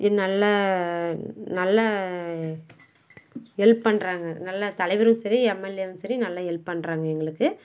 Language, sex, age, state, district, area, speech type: Tamil, female, 60+, Tamil Nadu, Krishnagiri, rural, spontaneous